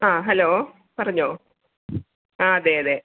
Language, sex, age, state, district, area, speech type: Malayalam, female, 45-60, Kerala, Alappuzha, rural, conversation